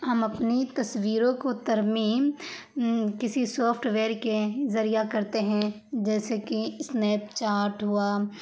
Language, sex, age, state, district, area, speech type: Urdu, female, 30-45, Bihar, Darbhanga, rural, spontaneous